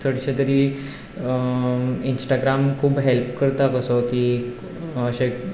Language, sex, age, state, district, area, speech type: Goan Konkani, male, 18-30, Goa, Ponda, rural, spontaneous